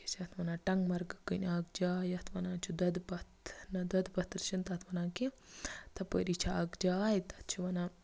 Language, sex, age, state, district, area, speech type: Kashmiri, female, 18-30, Jammu and Kashmir, Baramulla, rural, spontaneous